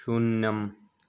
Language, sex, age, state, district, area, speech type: Sanskrit, male, 18-30, Bihar, Samastipur, rural, read